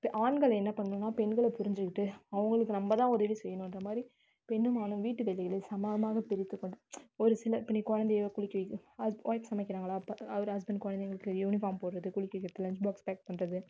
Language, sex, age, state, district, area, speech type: Tamil, female, 30-45, Tamil Nadu, Viluppuram, rural, spontaneous